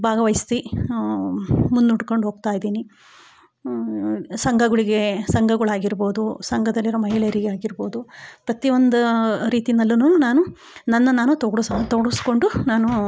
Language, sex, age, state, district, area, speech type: Kannada, female, 45-60, Karnataka, Chikkamagaluru, rural, spontaneous